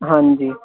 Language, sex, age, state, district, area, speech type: Punjabi, male, 18-30, Punjab, Firozpur, urban, conversation